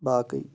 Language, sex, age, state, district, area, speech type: Kashmiri, male, 18-30, Jammu and Kashmir, Shopian, urban, spontaneous